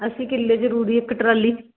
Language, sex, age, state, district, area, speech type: Punjabi, female, 45-60, Punjab, Patiala, rural, conversation